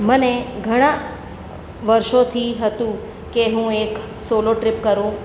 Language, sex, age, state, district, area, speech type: Gujarati, female, 45-60, Gujarat, Surat, urban, spontaneous